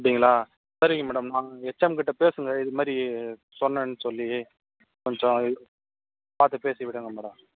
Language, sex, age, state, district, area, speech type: Tamil, male, 18-30, Tamil Nadu, Ranipet, urban, conversation